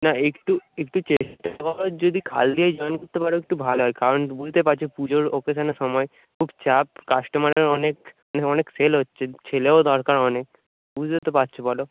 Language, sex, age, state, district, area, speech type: Bengali, male, 18-30, West Bengal, Dakshin Dinajpur, urban, conversation